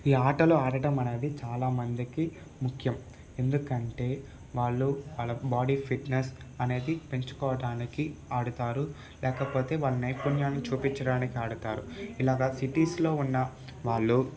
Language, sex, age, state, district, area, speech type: Telugu, male, 18-30, Andhra Pradesh, Sri Balaji, rural, spontaneous